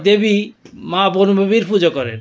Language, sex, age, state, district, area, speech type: Bengali, male, 60+, West Bengal, South 24 Parganas, rural, spontaneous